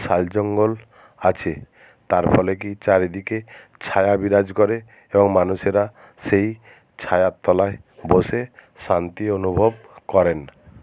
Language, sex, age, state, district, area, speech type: Bengali, male, 60+, West Bengal, Jhargram, rural, spontaneous